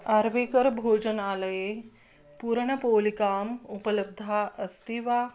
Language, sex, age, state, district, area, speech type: Sanskrit, female, 30-45, Maharashtra, Akola, urban, spontaneous